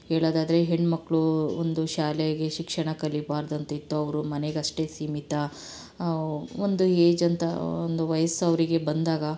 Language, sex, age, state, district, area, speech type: Kannada, female, 30-45, Karnataka, Chitradurga, urban, spontaneous